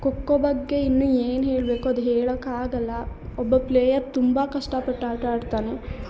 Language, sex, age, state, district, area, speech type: Kannada, female, 30-45, Karnataka, Hassan, urban, spontaneous